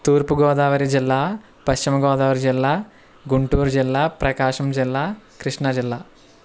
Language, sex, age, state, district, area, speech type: Telugu, male, 60+, Andhra Pradesh, Kakinada, rural, spontaneous